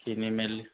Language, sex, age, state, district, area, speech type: Assamese, male, 30-45, Assam, Majuli, urban, conversation